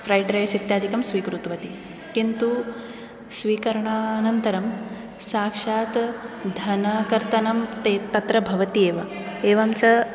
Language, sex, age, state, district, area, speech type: Sanskrit, female, 18-30, Maharashtra, Nagpur, urban, spontaneous